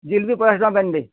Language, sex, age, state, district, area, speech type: Odia, male, 60+, Odisha, Bargarh, urban, conversation